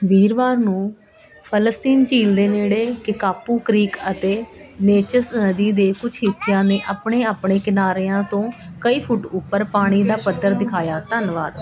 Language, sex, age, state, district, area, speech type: Punjabi, female, 30-45, Punjab, Ludhiana, urban, read